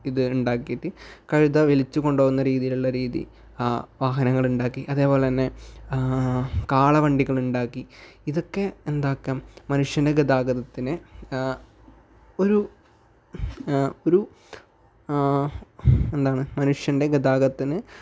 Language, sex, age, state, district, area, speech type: Malayalam, male, 18-30, Kerala, Kasaragod, rural, spontaneous